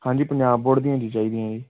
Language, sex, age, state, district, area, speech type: Punjabi, male, 18-30, Punjab, Fazilka, urban, conversation